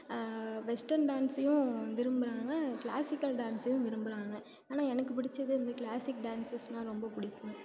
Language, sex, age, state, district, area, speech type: Tamil, female, 18-30, Tamil Nadu, Thanjavur, urban, spontaneous